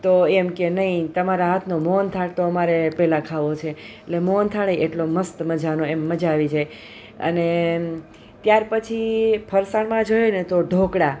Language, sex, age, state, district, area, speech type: Gujarati, female, 45-60, Gujarat, Junagadh, urban, spontaneous